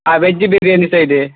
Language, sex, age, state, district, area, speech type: Kannada, male, 18-30, Karnataka, Chitradurga, rural, conversation